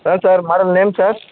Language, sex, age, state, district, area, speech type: Tamil, male, 18-30, Tamil Nadu, Madurai, rural, conversation